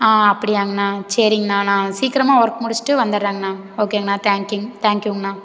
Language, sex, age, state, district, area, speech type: Tamil, female, 18-30, Tamil Nadu, Tiruppur, rural, spontaneous